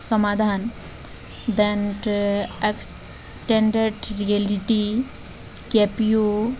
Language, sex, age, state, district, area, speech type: Odia, female, 18-30, Odisha, Subarnapur, urban, spontaneous